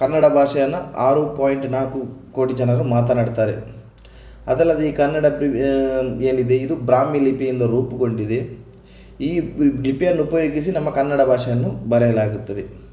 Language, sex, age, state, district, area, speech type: Kannada, male, 18-30, Karnataka, Shimoga, rural, spontaneous